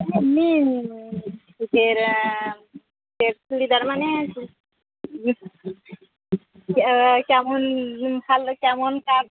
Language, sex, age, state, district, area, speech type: Bengali, female, 30-45, West Bengal, Birbhum, urban, conversation